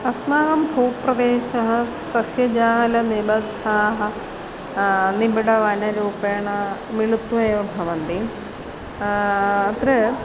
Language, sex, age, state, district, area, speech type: Sanskrit, female, 45-60, Kerala, Kollam, rural, spontaneous